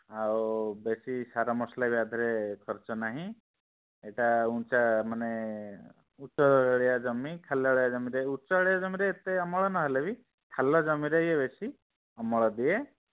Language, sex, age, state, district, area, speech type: Odia, male, 30-45, Odisha, Bhadrak, rural, conversation